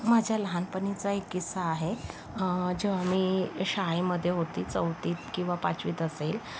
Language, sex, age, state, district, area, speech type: Marathi, female, 30-45, Maharashtra, Yavatmal, rural, spontaneous